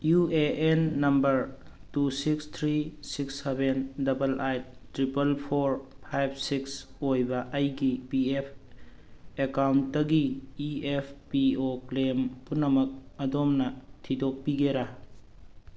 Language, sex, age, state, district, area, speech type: Manipuri, male, 45-60, Manipur, Thoubal, rural, read